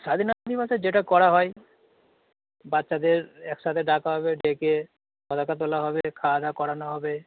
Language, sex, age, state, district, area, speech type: Bengali, male, 45-60, West Bengal, Dakshin Dinajpur, rural, conversation